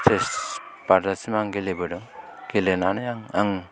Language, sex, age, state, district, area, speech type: Bodo, male, 45-60, Assam, Kokrajhar, urban, spontaneous